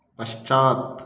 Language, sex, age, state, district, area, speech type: Sanskrit, male, 30-45, Telangana, Hyderabad, urban, read